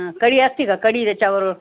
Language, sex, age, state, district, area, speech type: Marathi, female, 60+, Maharashtra, Nanded, rural, conversation